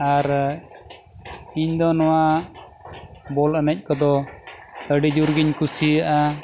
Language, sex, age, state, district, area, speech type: Santali, male, 45-60, Odisha, Mayurbhanj, rural, spontaneous